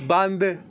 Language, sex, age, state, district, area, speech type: Punjabi, male, 18-30, Punjab, Gurdaspur, rural, read